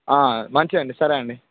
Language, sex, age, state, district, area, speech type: Telugu, male, 18-30, Telangana, Nalgonda, urban, conversation